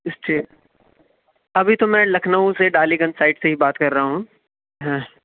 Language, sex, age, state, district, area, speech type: Urdu, male, 30-45, Uttar Pradesh, Lucknow, urban, conversation